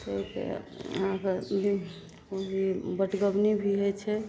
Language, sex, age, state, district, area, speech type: Maithili, female, 45-60, Bihar, Madhepura, rural, spontaneous